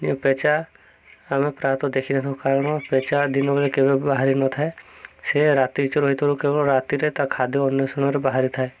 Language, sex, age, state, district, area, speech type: Odia, male, 30-45, Odisha, Subarnapur, urban, spontaneous